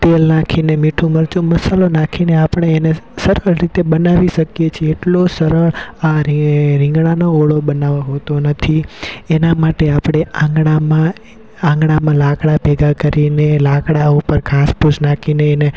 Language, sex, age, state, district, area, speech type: Gujarati, male, 18-30, Gujarat, Rajkot, rural, spontaneous